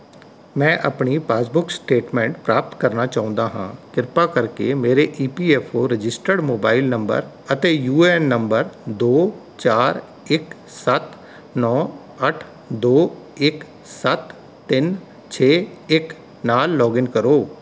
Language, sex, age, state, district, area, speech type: Punjabi, male, 45-60, Punjab, Rupnagar, rural, read